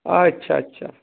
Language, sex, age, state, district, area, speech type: Bengali, male, 45-60, West Bengal, Darjeeling, rural, conversation